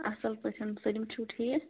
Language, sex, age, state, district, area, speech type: Kashmiri, female, 30-45, Jammu and Kashmir, Bandipora, rural, conversation